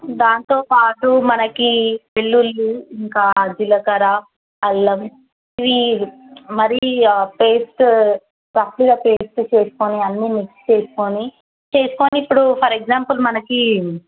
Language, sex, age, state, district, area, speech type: Telugu, female, 18-30, Telangana, Medchal, urban, conversation